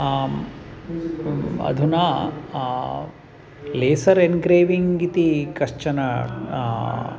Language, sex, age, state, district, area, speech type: Sanskrit, male, 60+, Karnataka, Mysore, urban, spontaneous